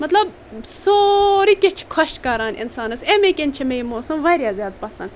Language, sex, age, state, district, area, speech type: Kashmiri, female, 18-30, Jammu and Kashmir, Budgam, rural, spontaneous